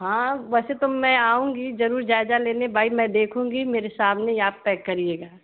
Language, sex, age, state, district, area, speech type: Hindi, female, 30-45, Uttar Pradesh, Ghazipur, rural, conversation